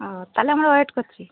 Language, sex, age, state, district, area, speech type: Bengali, female, 30-45, West Bengal, Darjeeling, urban, conversation